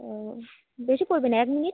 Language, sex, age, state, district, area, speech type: Bengali, female, 18-30, West Bengal, Jalpaiguri, rural, conversation